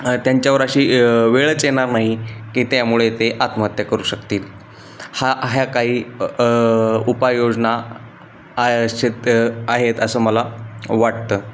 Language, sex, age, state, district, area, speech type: Marathi, male, 18-30, Maharashtra, Ratnagiri, rural, spontaneous